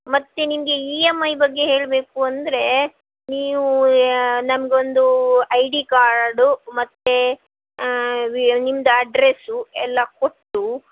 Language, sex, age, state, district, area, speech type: Kannada, female, 45-60, Karnataka, Shimoga, rural, conversation